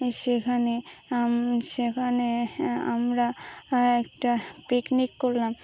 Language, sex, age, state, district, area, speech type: Bengali, female, 18-30, West Bengal, Birbhum, urban, spontaneous